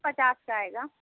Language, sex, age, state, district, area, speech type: Hindi, female, 30-45, Uttar Pradesh, Chandauli, rural, conversation